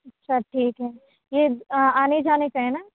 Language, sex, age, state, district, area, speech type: Urdu, female, 30-45, Uttar Pradesh, Aligarh, rural, conversation